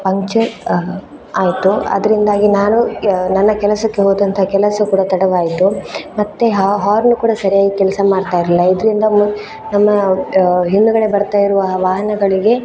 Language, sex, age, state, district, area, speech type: Kannada, female, 18-30, Karnataka, Dakshina Kannada, rural, spontaneous